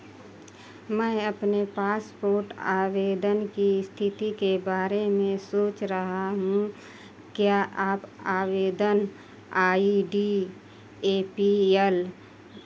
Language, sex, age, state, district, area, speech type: Hindi, female, 30-45, Uttar Pradesh, Mau, rural, read